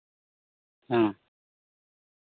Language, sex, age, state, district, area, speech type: Santali, male, 45-60, West Bengal, Bankura, rural, conversation